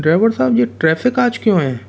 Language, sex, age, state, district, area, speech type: Hindi, male, 60+, Rajasthan, Jaipur, urban, spontaneous